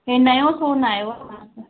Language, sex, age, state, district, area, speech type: Sindhi, female, 30-45, Madhya Pradesh, Katni, urban, conversation